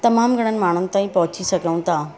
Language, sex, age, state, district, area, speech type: Sindhi, female, 45-60, Maharashtra, Mumbai Suburban, urban, spontaneous